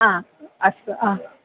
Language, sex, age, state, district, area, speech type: Sanskrit, female, 18-30, Kerala, Malappuram, urban, conversation